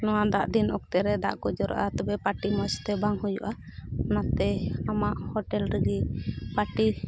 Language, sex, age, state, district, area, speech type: Santali, female, 30-45, Jharkhand, Pakur, rural, spontaneous